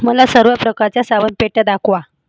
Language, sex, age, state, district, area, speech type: Marathi, female, 18-30, Maharashtra, Buldhana, rural, read